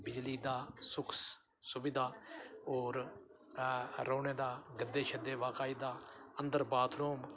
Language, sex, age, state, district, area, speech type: Dogri, male, 60+, Jammu and Kashmir, Udhampur, rural, spontaneous